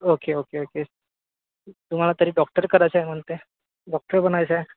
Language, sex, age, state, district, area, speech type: Marathi, female, 18-30, Maharashtra, Nagpur, urban, conversation